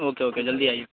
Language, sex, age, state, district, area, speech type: Urdu, male, 18-30, Bihar, Saharsa, rural, conversation